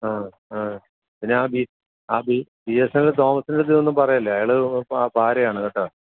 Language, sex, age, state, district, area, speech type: Malayalam, male, 60+, Kerala, Alappuzha, rural, conversation